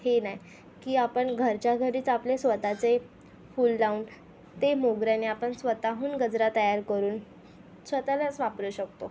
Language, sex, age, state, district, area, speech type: Marathi, female, 18-30, Maharashtra, Thane, urban, spontaneous